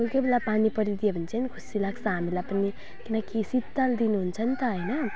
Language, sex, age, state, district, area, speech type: Nepali, female, 18-30, West Bengal, Alipurduar, rural, spontaneous